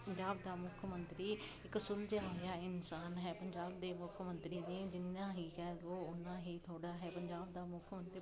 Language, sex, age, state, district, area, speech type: Punjabi, female, 30-45, Punjab, Jalandhar, urban, spontaneous